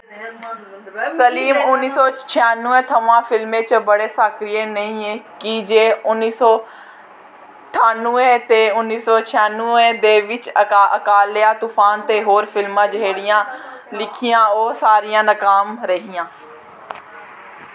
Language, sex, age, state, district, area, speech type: Dogri, female, 18-30, Jammu and Kashmir, Jammu, rural, read